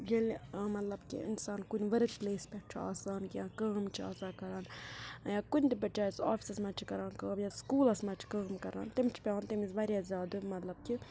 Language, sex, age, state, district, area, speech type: Kashmiri, female, 30-45, Jammu and Kashmir, Budgam, rural, spontaneous